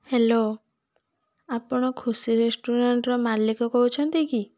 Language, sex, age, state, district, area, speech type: Odia, female, 18-30, Odisha, Puri, urban, spontaneous